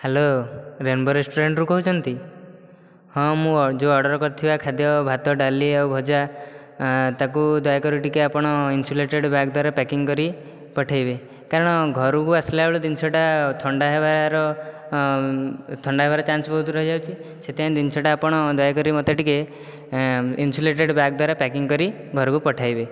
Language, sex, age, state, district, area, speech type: Odia, male, 18-30, Odisha, Dhenkanal, rural, spontaneous